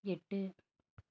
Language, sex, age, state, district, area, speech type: Tamil, female, 30-45, Tamil Nadu, Nilgiris, rural, read